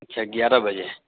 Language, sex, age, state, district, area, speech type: Urdu, male, 30-45, Delhi, Central Delhi, urban, conversation